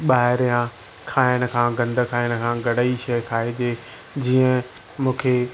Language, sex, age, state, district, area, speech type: Sindhi, male, 30-45, Maharashtra, Thane, urban, spontaneous